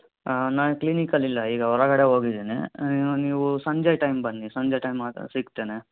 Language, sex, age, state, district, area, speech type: Kannada, male, 18-30, Karnataka, Davanagere, urban, conversation